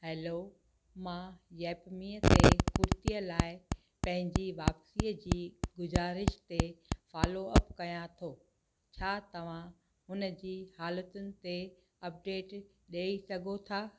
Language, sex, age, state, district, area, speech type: Sindhi, female, 60+, Gujarat, Kutch, urban, read